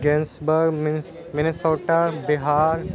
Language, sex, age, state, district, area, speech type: Punjabi, male, 18-30, Punjab, Ludhiana, urban, spontaneous